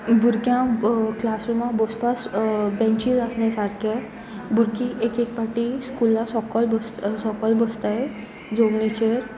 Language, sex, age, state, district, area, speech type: Goan Konkani, female, 18-30, Goa, Sanguem, rural, spontaneous